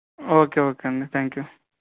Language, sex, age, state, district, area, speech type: Telugu, male, 18-30, Andhra Pradesh, N T Rama Rao, urban, conversation